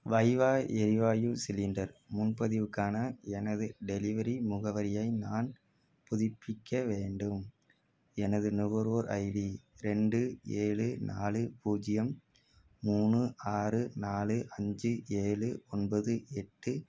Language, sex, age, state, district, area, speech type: Tamil, male, 18-30, Tamil Nadu, Tiruchirappalli, rural, read